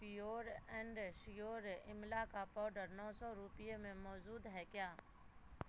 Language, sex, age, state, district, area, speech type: Urdu, female, 45-60, Bihar, Supaul, rural, read